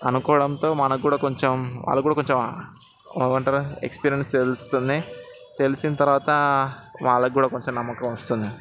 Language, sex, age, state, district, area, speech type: Telugu, male, 18-30, Telangana, Ranga Reddy, urban, spontaneous